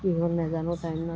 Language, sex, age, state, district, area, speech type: Assamese, female, 60+, Assam, Dibrugarh, rural, spontaneous